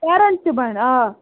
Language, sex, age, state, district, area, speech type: Kashmiri, female, 45-60, Jammu and Kashmir, Bandipora, urban, conversation